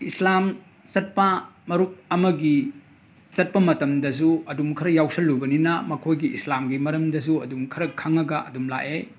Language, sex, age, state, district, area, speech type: Manipuri, male, 60+, Manipur, Imphal West, urban, spontaneous